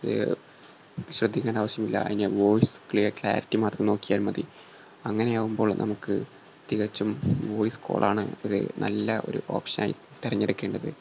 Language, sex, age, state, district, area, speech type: Malayalam, male, 18-30, Kerala, Malappuram, rural, spontaneous